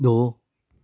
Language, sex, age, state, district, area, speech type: Punjabi, male, 30-45, Punjab, Amritsar, urban, read